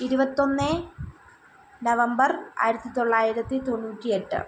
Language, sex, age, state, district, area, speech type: Malayalam, female, 18-30, Kerala, Kollam, rural, spontaneous